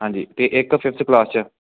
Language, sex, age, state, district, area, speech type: Punjabi, male, 18-30, Punjab, Firozpur, rural, conversation